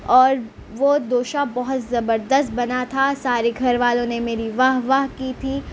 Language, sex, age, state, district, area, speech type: Urdu, female, 18-30, Telangana, Hyderabad, urban, spontaneous